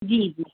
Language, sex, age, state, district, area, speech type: Hindi, female, 30-45, Madhya Pradesh, Bhopal, urban, conversation